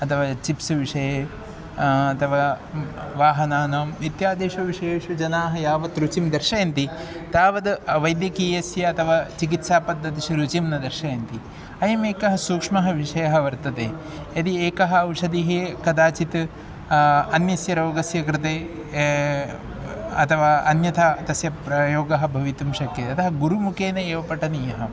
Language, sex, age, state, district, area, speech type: Sanskrit, male, 30-45, Kerala, Ernakulam, rural, spontaneous